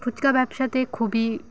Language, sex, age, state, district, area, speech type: Bengali, female, 30-45, West Bengal, Paschim Medinipur, rural, spontaneous